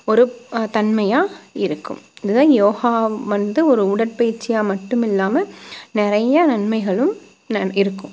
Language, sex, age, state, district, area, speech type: Tamil, female, 30-45, Tamil Nadu, Tiruppur, rural, spontaneous